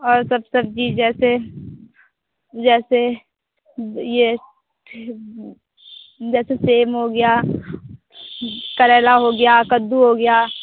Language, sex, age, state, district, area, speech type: Hindi, female, 18-30, Bihar, Vaishali, rural, conversation